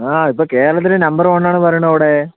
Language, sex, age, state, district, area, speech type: Malayalam, male, 45-60, Kerala, Palakkad, rural, conversation